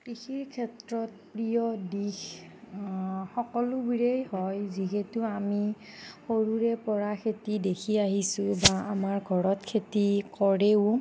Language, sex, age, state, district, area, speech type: Assamese, female, 45-60, Assam, Nagaon, rural, spontaneous